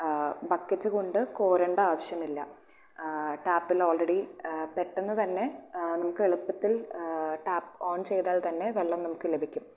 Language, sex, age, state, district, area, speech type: Malayalam, female, 18-30, Kerala, Thrissur, rural, spontaneous